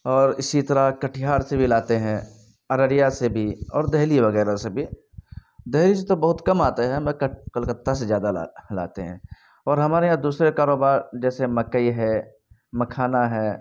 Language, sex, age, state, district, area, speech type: Urdu, male, 18-30, Bihar, Purnia, rural, spontaneous